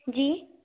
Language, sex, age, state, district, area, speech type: Hindi, female, 18-30, Madhya Pradesh, Betul, urban, conversation